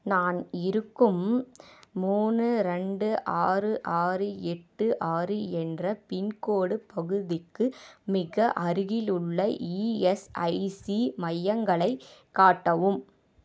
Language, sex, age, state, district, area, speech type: Tamil, female, 30-45, Tamil Nadu, Dharmapuri, rural, read